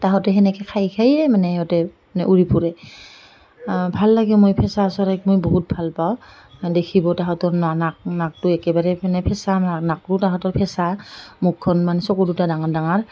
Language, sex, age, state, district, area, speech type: Assamese, female, 45-60, Assam, Goalpara, urban, spontaneous